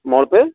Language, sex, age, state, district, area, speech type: Urdu, male, 45-60, Bihar, Gaya, urban, conversation